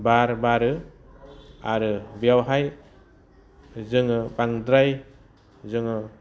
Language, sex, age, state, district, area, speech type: Bodo, male, 30-45, Assam, Udalguri, urban, spontaneous